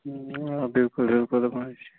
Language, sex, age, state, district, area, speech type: Kashmiri, male, 30-45, Jammu and Kashmir, Bandipora, rural, conversation